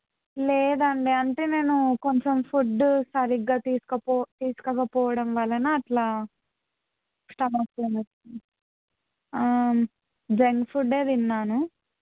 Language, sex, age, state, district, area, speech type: Telugu, female, 18-30, Telangana, Suryapet, urban, conversation